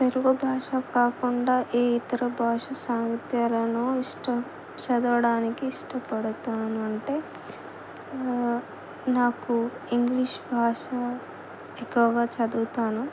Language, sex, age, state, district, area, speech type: Telugu, female, 18-30, Telangana, Adilabad, urban, spontaneous